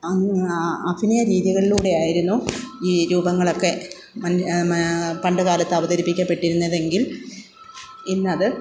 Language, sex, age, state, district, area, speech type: Malayalam, female, 45-60, Kerala, Kollam, rural, spontaneous